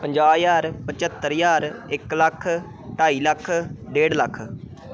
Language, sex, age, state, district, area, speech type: Punjabi, male, 18-30, Punjab, Pathankot, urban, spontaneous